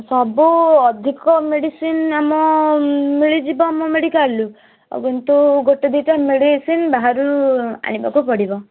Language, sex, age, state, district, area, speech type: Odia, female, 18-30, Odisha, Kendujhar, urban, conversation